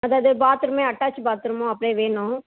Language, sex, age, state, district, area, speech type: Tamil, female, 30-45, Tamil Nadu, Krishnagiri, rural, conversation